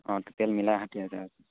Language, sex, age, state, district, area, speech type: Assamese, male, 18-30, Assam, Charaideo, rural, conversation